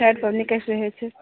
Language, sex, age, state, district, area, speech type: Maithili, female, 18-30, Bihar, Begusarai, rural, conversation